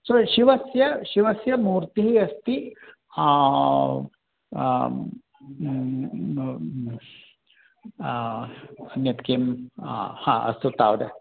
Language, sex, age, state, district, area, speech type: Sanskrit, male, 60+, Karnataka, Mysore, urban, conversation